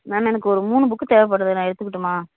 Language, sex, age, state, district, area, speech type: Tamil, female, 18-30, Tamil Nadu, Dharmapuri, rural, conversation